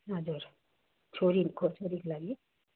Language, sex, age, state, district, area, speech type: Nepali, female, 30-45, West Bengal, Kalimpong, rural, conversation